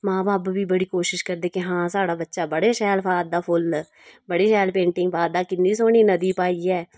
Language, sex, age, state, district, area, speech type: Dogri, female, 30-45, Jammu and Kashmir, Udhampur, rural, spontaneous